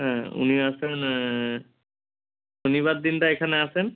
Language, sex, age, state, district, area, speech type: Bengali, male, 30-45, West Bengal, Hooghly, urban, conversation